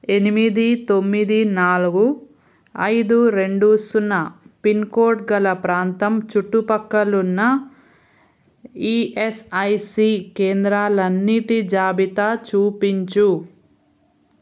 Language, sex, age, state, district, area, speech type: Telugu, female, 18-30, Andhra Pradesh, Nandyal, rural, read